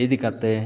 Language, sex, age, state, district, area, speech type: Santali, male, 45-60, Odisha, Mayurbhanj, rural, spontaneous